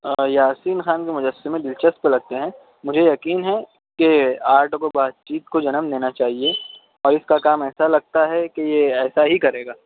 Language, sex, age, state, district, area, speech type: Urdu, male, 45-60, Maharashtra, Nashik, urban, conversation